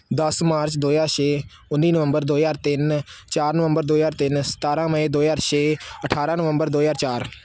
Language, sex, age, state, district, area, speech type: Punjabi, male, 30-45, Punjab, Amritsar, urban, spontaneous